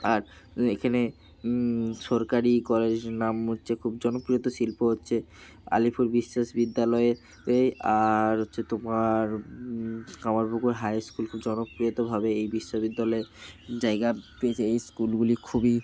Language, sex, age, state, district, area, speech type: Bengali, male, 30-45, West Bengal, Bankura, urban, spontaneous